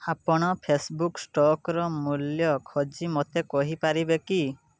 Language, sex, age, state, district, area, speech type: Odia, male, 18-30, Odisha, Rayagada, rural, read